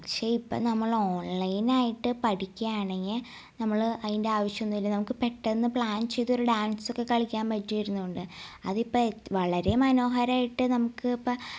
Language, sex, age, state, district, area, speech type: Malayalam, female, 18-30, Kerala, Ernakulam, rural, spontaneous